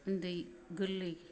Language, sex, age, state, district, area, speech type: Bodo, female, 60+, Assam, Kokrajhar, urban, spontaneous